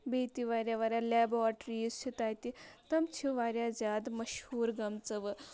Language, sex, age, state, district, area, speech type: Kashmiri, female, 18-30, Jammu and Kashmir, Bandipora, rural, spontaneous